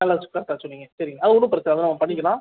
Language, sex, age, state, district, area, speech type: Tamil, male, 18-30, Tamil Nadu, Sivaganga, rural, conversation